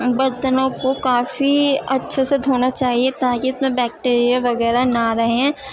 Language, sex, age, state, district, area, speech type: Urdu, female, 18-30, Uttar Pradesh, Gautam Buddha Nagar, urban, spontaneous